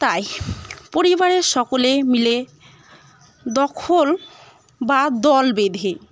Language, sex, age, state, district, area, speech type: Bengali, female, 18-30, West Bengal, Murshidabad, rural, spontaneous